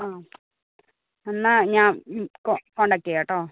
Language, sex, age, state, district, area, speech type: Malayalam, female, 18-30, Kerala, Wayanad, rural, conversation